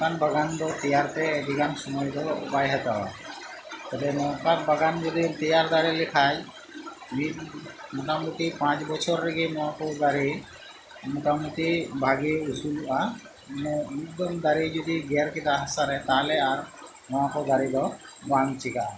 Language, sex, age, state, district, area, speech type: Santali, male, 45-60, West Bengal, Birbhum, rural, spontaneous